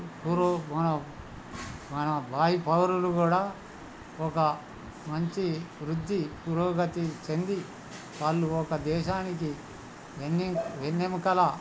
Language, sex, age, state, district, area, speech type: Telugu, male, 60+, Telangana, Hanamkonda, rural, spontaneous